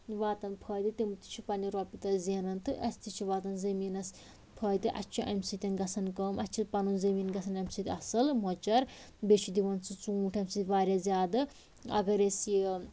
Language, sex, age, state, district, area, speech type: Kashmiri, female, 45-60, Jammu and Kashmir, Anantnag, rural, spontaneous